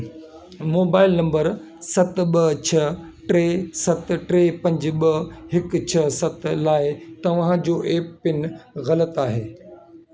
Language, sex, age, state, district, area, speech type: Sindhi, male, 45-60, Delhi, South Delhi, urban, read